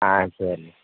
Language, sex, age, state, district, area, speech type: Tamil, male, 18-30, Tamil Nadu, Perambalur, urban, conversation